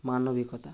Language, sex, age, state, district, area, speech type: Odia, male, 18-30, Odisha, Balasore, rural, spontaneous